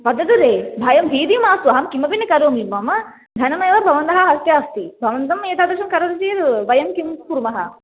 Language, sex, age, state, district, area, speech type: Sanskrit, female, 18-30, Kerala, Thrissur, urban, conversation